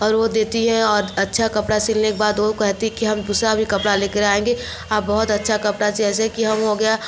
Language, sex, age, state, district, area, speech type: Hindi, female, 30-45, Uttar Pradesh, Mirzapur, rural, spontaneous